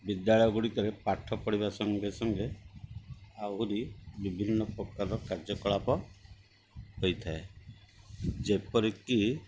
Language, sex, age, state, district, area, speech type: Odia, male, 60+, Odisha, Sundergarh, urban, spontaneous